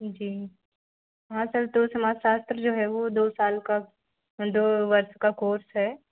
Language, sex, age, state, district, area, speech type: Hindi, female, 30-45, Uttar Pradesh, Ayodhya, rural, conversation